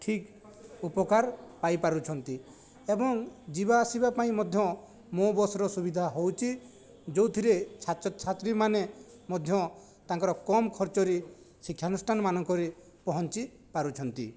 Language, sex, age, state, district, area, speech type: Odia, male, 45-60, Odisha, Jajpur, rural, spontaneous